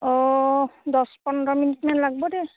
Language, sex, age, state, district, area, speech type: Assamese, female, 30-45, Assam, Barpeta, rural, conversation